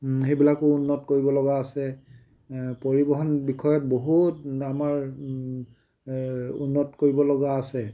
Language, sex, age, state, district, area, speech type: Assamese, male, 60+, Assam, Tinsukia, urban, spontaneous